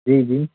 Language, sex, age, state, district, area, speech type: Hindi, male, 18-30, Madhya Pradesh, Jabalpur, urban, conversation